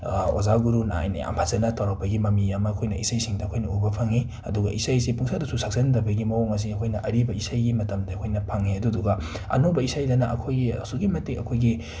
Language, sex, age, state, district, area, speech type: Manipuri, male, 18-30, Manipur, Imphal West, urban, spontaneous